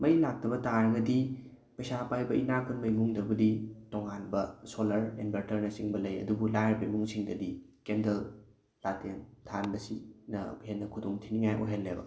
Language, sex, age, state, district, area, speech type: Manipuri, male, 18-30, Manipur, Thoubal, rural, spontaneous